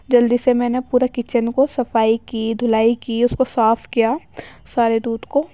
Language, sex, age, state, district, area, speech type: Urdu, female, 18-30, Uttar Pradesh, Ghaziabad, rural, spontaneous